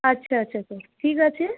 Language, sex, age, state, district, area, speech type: Bengali, female, 18-30, West Bengal, Malda, rural, conversation